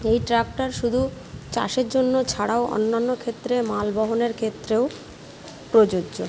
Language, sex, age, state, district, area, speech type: Bengali, female, 30-45, West Bengal, Jhargram, rural, spontaneous